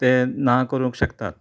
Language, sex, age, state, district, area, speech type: Goan Konkani, male, 45-60, Goa, Canacona, rural, spontaneous